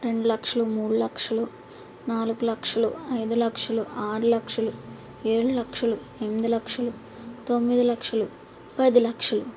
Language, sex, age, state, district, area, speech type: Telugu, female, 30-45, Andhra Pradesh, Palnadu, urban, spontaneous